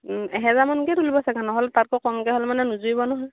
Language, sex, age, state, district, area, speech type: Assamese, female, 18-30, Assam, Dhemaji, rural, conversation